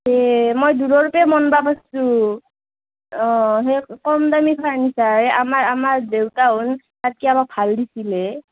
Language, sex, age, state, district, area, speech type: Assamese, female, 18-30, Assam, Nalbari, rural, conversation